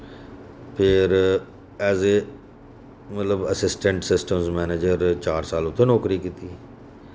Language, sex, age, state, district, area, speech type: Dogri, male, 45-60, Jammu and Kashmir, Reasi, urban, spontaneous